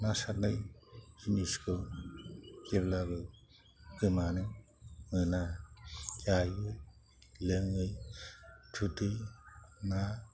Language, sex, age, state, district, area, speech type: Bodo, male, 60+, Assam, Chirang, rural, spontaneous